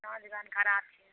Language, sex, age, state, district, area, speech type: Maithili, female, 18-30, Bihar, Purnia, rural, conversation